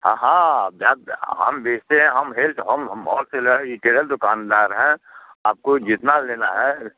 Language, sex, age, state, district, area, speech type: Hindi, male, 60+, Bihar, Muzaffarpur, rural, conversation